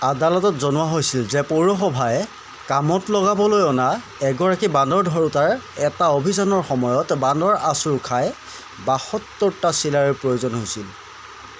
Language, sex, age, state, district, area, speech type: Assamese, male, 30-45, Assam, Jorhat, urban, read